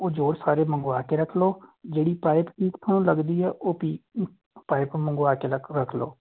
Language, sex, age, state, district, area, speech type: Punjabi, male, 30-45, Punjab, Fazilka, rural, conversation